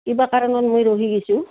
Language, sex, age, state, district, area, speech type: Assamese, female, 60+, Assam, Goalpara, urban, conversation